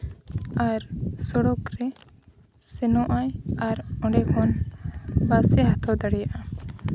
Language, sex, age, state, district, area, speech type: Santali, female, 18-30, Jharkhand, Seraikela Kharsawan, rural, spontaneous